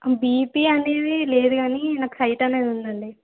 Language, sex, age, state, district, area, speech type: Telugu, female, 18-30, Telangana, Medchal, urban, conversation